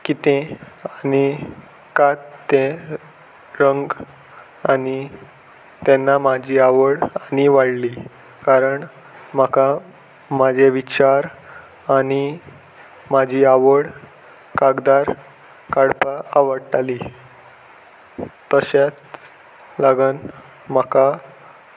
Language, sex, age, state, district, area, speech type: Goan Konkani, male, 18-30, Goa, Salcete, urban, spontaneous